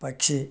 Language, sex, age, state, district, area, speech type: Telugu, male, 45-60, Andhra Pradesh, Kakinada, urban, read